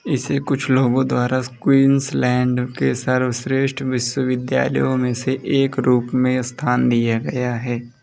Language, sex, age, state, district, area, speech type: Hindi, male, 18-30, Uttar Pradesh, Pratapgarh, rural, read